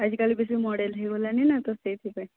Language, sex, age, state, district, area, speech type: Odia, female, 18-30, Odisha, Boudh, rural, conversation